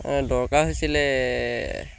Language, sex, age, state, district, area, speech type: Assamese, male, 18-30, Assam, Sivasagar, rural, spontaneous